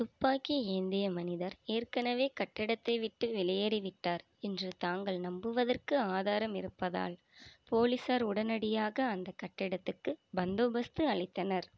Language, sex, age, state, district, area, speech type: Tamil, female, 45-60, Tamil Nadu, Tiruchirappalli, rural, read